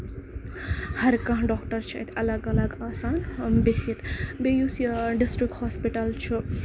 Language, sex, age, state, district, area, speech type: Kashmiri, female, 18-30, Jammu and Kashmir, Ganderbal, rural, spontaneous